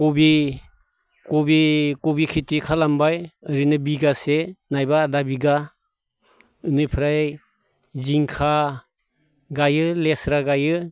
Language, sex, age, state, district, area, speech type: Bodo, male, 60+, Assam, Baksa, rural, spontaneous